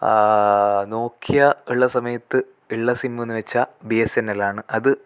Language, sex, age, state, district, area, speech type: Malayalam, male, 18-30, Kerala, Kasaragod, rural, spontaneous